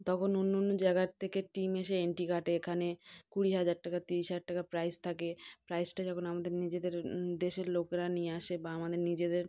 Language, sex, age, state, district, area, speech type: Bengali, female, 30-45, West Bengal, South 24 Parganas, rural, spontaneous